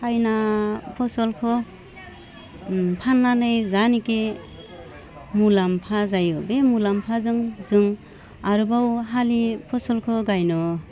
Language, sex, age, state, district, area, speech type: Bodo, female, 30-45, Assam, Udalguri, urban, spontaneous